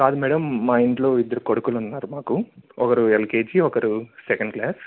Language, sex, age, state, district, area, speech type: Telugu, male, 18-30, Andhra Pradesh, Annamaya, rural, conversation